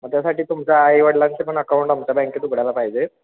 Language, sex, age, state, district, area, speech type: Marathi, male, 18-30, Maharashtra, Kolhapur, urban, conversation